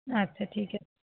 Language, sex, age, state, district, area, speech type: Bengali, female, 60+, West Bengal, Nadia, rural, conversation